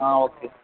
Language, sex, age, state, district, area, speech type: Telugu, male, 45-60, Andhra Pradesh, Chittoor, urban, conversation